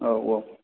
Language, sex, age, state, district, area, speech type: Bodo, male, 18-30, Assam, Kokrajhar, rural, conversation